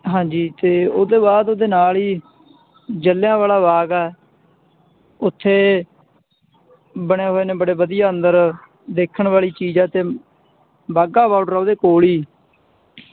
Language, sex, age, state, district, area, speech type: Punjabi, male, 18-30, Punjab, Fatehgarh Sahib, rural, conversation